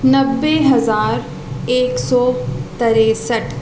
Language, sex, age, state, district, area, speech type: Urdu, female, 30-45, Delhi, East Delhi, urban, spontaneous